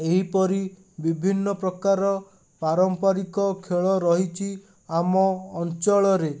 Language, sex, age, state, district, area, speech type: Odia, male, 30-45, Odisha, Bhadrak, rural, spontaneous